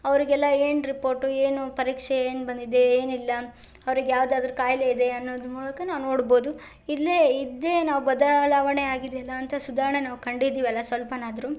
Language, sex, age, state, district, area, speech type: Kannada, female, 18-30, Karnataka, Chitradurga, rural, spontaneous